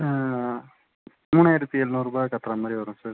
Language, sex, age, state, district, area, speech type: Tamil, male, 30-45, Tamil Nadu, Viluppuram, rural, conversation